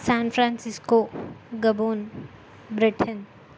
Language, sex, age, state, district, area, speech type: Telugu, female, 18-30, Telangana, Jayashankar, urban, spontaneous